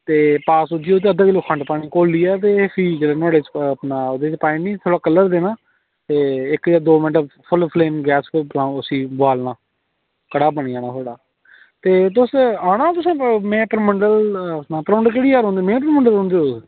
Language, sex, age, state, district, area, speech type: Dogri, male, 30-45, Jammu and Kashmir, Samba, rural, conversation